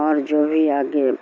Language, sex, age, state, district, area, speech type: Urdu, female, 60+, Bihar, Supaul, rural, spontaneous